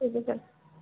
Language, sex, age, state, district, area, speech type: Marathi, female, 18-30, Maharashtra, Hingoli, urban, conversation